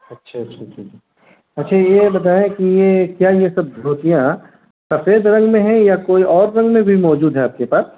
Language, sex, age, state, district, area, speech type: Urdu, male, 30-45, Bihar, Gaya, urban, conversation